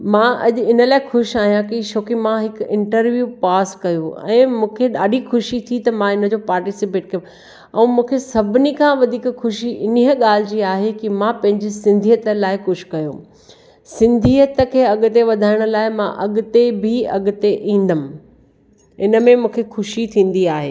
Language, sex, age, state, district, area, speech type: Sindhi, female, 45-60, Maharashtra, Akola, urban, spontaneous